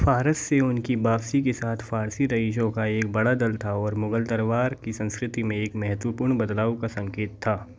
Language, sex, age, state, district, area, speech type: Hindi, male, 18-30, Madhya Pradesh, Gwalior, rural, read